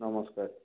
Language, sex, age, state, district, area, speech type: Odia, male, 45-60, Odisha, Jajpur, rural, conversation